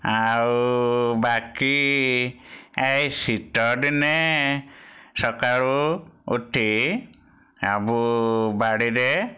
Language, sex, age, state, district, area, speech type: Odia, male, 60+, Odisha, Bhadrak, rural, spontaneous